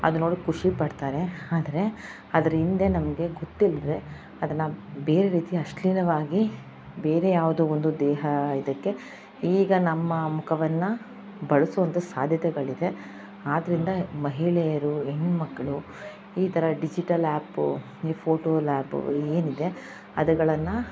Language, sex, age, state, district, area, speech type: Kannada, female, 30-45, Karnataka, Chamarajanagar, rural, spontaneous